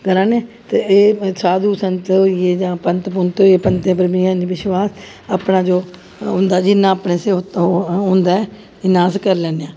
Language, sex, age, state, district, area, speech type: Dogri, female, 45-60, Jammu and Kashmir, Jammu, urban, spontaneous